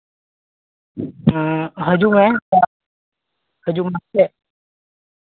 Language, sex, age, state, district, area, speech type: Santali, male, 18-30, West Bengal, Malda, rural, conversation